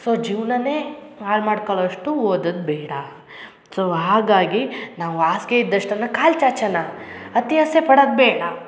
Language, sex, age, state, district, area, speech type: Kannada, female, 30-45, Karnataka, Hassan, rural, spontaneous